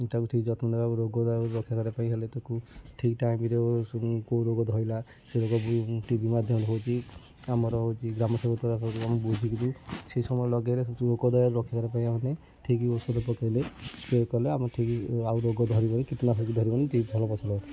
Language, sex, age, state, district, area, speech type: Odia, male, 60+, Odisha, Kendujhar, urban, spontaneous